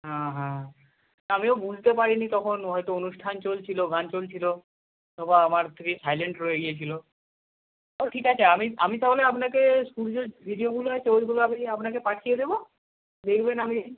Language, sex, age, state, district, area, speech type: Bengali, male, 45-60, West Bengal, Nadia, rural, conversation